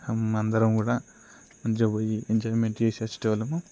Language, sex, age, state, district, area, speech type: Telugu, male, 18-30, Telangana, Peddapalli, rural, spontaneous